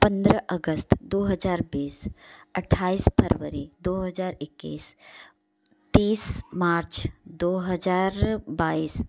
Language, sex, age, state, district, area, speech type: Hindi, female, 30-45, Uttar Pradesh, Prayagraj, urban, spontaneous